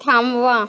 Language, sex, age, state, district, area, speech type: Marathi, female, 18-30, Maharashtra, Akola, rural, read